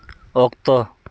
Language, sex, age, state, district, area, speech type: Santali, male, 18-30, West Bengal, Uttar Dinajpur, rural, read